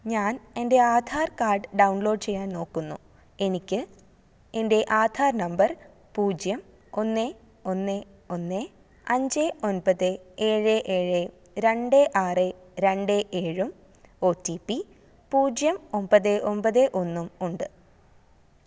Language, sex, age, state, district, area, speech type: Malayalam, female, 18-30, Kerala, Thiruvananthapuram, rural, read